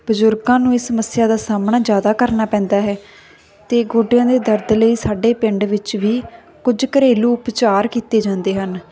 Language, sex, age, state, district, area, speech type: Punjabi, female, 30-45, Punjab, Barnala, rural, spontaneous